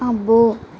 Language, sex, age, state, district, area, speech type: Telugu, female, 18-30, Andhra Pradesh, Guntur, urban, read